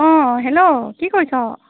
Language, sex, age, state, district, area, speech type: Assamese, female, 45-60, Assam, Jorhat, urban, conversation